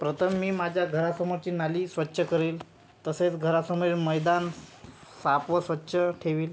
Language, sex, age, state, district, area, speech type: Marathi, male, 30-45, Maharashtra, Yavatmal, rural, spontaneous